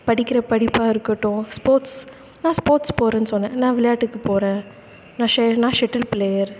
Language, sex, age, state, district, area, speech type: Tamil, female, 18-30, Tamil Nadu, Thanjavur, rural, spontaneous